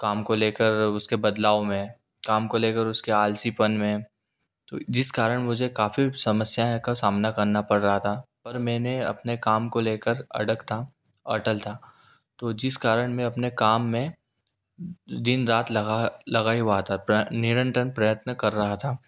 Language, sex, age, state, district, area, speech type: Hindi, male, 18-30, Madhya Pradesh, Indore, urban, spontaneous